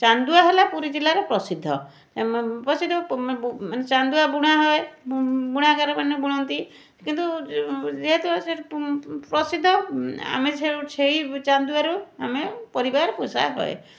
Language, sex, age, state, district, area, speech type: Odia, female, 45-60, Odisha, Puri, urban, spontaneous